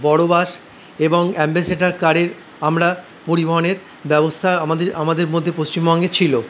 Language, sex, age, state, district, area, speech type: Bengali, male, 45-60, West Bengal, Paschim Bardhaman, urban, spontaneous